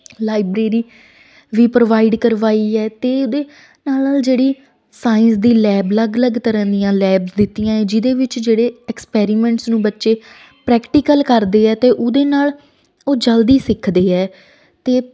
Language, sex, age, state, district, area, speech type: Punjabi, female, 18-30, Punjab, Shaheed Bhagat Singh Nagar, rural, spontaneous